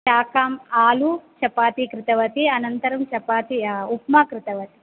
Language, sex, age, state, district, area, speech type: Sanskrit, female, 30-45, Andhra Pradesh, Visakhapatnam, urban, conversation